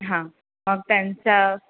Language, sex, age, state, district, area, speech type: Marathi, female, 18-30, Maharashtra, Sindhudurg, rural, conversation